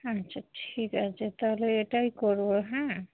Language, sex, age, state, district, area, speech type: Bengali, female, 45-60, West Bengal, Darjeeling, urban, conversation